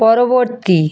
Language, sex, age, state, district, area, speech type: Bengali, female, 45-60, West Bengal, South 24 Parganas, rural, read